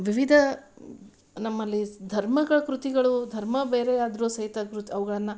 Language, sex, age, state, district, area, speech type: Kannada, female, 45-60, Karnataka, Gulbarga, urban, spontaneous